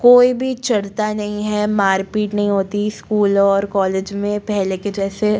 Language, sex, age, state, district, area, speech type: Hindi, female, 18-30, Madhya Pradesh, Jabalpur, urban, spontaneous